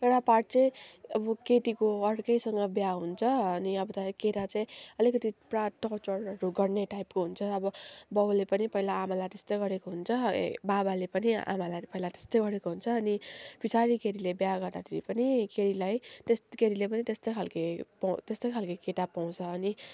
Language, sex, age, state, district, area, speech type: Nepali, female, 18-30, West Bengal, Kalimpong, rural, spontaneous